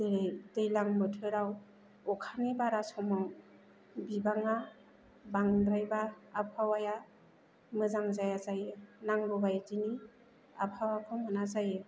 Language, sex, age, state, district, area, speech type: Bodo, female, 45-60, Assam, Chirang, rural, spontaneous